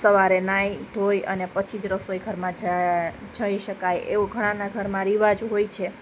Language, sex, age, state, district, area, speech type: Gujarati, female, 30-45, Gujarat, Junagadh, urban, spontaneous